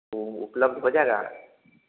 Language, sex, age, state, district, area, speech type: Hindi, male, 30-45, Bihar, Vaishali, rural, conversation